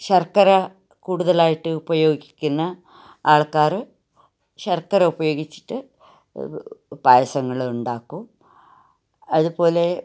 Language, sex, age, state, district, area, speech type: Malayalam, female, 60+, Kerala, Kasaragod, rural, spontaneous